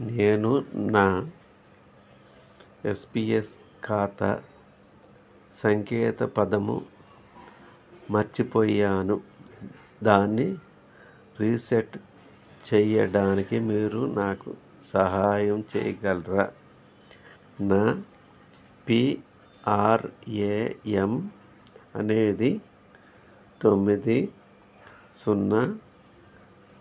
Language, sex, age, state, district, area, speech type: Telugu, male, 60+, Andhra Pradesh, N T Rama Rao, urban, read